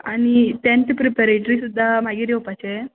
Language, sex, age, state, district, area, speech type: Goan Konkani, female, 18-30, Goa, Quepem, rural, conversation